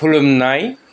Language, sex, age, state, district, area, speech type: Bodo, male, 60+, Assam, Kokrajhar, rural, spontaneous